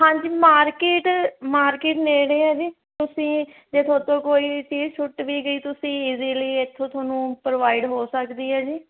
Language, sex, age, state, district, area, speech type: Punjabi, female, 30-45, Punjab, Fatehgarh Sahib, urban, conversation